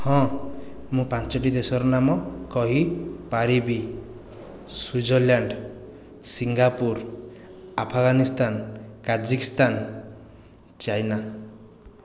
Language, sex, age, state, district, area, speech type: Odia, male, 30-45, Odisha, Khordha, rural, spontaneous